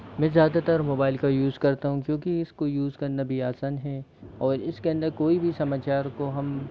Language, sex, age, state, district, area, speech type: Hindi, male, 18-30, Madhya Pradesh, Jabalpur, urban, spontaneous